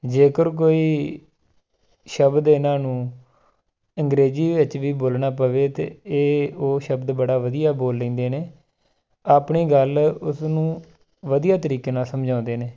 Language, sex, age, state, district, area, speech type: Punjabi, male, 30-45, Punjab, Tarn Taran, rural, spontaneous